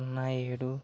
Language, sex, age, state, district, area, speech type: Telugu, male, 45-60, Andhra Pradesh, Kakinada, urban, spontaneous